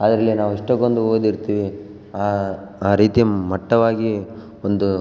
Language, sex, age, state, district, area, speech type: Kannada, male, 18-30, Karnataka, Bellary, rural, spontaneous